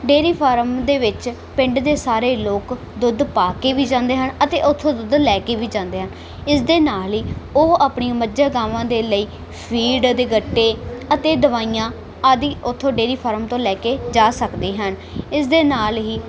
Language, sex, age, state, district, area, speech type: Punjabi, female, 18-30, Punjab, Muktsar, rural, spontaneous